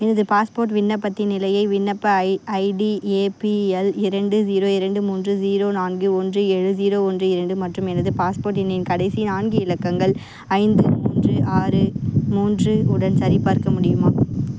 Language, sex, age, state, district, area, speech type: Tamil, female, 18-30, Tamil Nadu, Vellore, urban, read